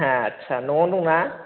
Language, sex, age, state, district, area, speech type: Bodo, male, 30-45, Assam, Chirang, rural, conversation